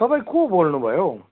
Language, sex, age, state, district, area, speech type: Nepali, male, 60+, West Bengal, Kalimpong, rural, conversation